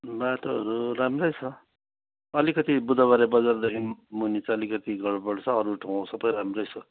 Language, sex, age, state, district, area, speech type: Nepali, male, 45-60, West Bengal, Kalimpong, rural, conversation